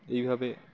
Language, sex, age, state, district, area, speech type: Bengali, male, 18-30, West Bengal, Uttar Dinajpur, urban, spontaneous